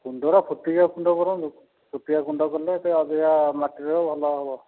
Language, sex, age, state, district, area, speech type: Odia, male, 60+, Odisha, Dhenkanal, rural, conversation